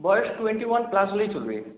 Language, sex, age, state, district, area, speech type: Bengali, male, 18-30, West Bengal, Jalpaiguri, rural, conversation